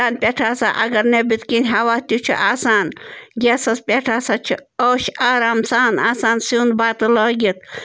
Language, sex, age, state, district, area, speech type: Kashmiri, female, 30-45, Jammu and Kashmir, Bandipora, rural, spontaneous